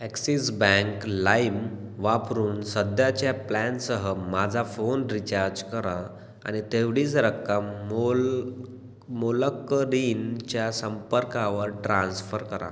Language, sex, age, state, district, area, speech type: Marathi, male, 18-30, Maharashtra, Washim, rural, read